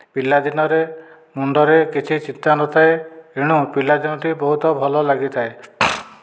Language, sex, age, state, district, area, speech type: Odia, male, 45-60, Odisha, Dhenkanal, rural, spontaneous